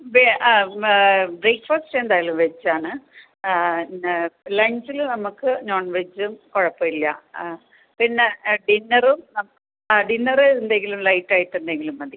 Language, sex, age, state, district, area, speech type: Malayalam, female, 45-60, Kerala, Malappuram, urban, conversation